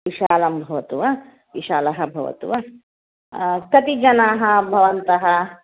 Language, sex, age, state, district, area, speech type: Sanskrit, female, 30-45, Karnataka, Shimoga, urban, conversation